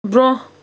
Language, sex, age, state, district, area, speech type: Kashmiri, male, 18-30, Jammu and Kashmir, Srinagar, urban, read